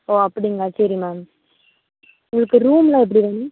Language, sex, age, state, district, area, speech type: Tamil, female, 18-30, Tamil Nadu, Tiruvarur, urban, conversation